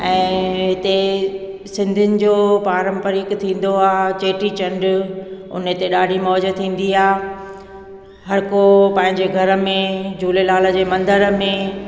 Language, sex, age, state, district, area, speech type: Sindhi, female, 45-60, Gujarat, Junagadh, urban, spontaneous